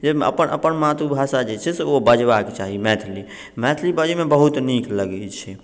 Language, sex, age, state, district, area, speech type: Maithili, male, 45-60, Bihar, Madhubani, urban, spontaneous